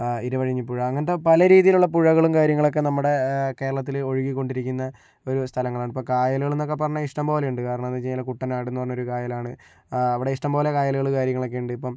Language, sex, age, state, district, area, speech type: Malayalam, male, 60+, Kerala, Kozhikode, urban, spontaneous